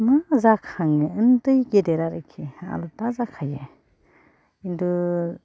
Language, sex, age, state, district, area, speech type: Bodo, female, 60+, Assam, Kokrajhar, urban, spontaneous